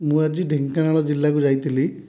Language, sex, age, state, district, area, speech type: Odia, male, 18-30, Odisha, Dhenkanal, rural, spontaneous